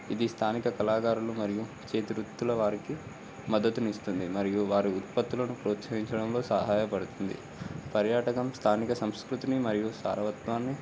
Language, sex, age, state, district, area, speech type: Telugu, male, 18-30, Telangana, Komaram Bheem, urban, spontaneous